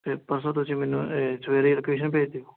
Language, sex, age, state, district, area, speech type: Punjabi, male, 18-30, Punjab, Shaheed Bhagat Singh Nagar, rural, conversation